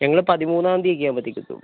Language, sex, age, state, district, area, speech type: Malayalam, male, 45-60, Kerala, Wayanad, rural, conversation